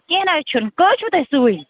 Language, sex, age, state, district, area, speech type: Kashmiri, female, 30-45, Jammu and Kashmir, Budgam, rural, conversation